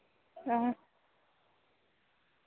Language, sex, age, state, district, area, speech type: Dogri, female, 18-30, Jammu and Kashmir, Reasi, rural, conversation